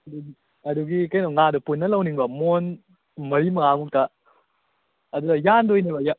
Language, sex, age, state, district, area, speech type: Manipuri, male, 18-30, Manipur, Kakching, rural, conversation